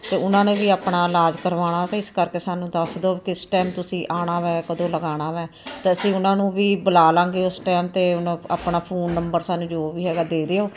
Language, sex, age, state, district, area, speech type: Punjabi, female, 45-60, Punjab, Ludhiana, urban, spontaneous